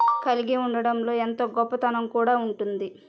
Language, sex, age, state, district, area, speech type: Telugu, female, 30-45, Andhra Pradesh, Bapatla, rural, spontaneous